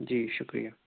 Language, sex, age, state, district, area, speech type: Urdu, male, 30-45, Delhi, South Delhi, urban, conversation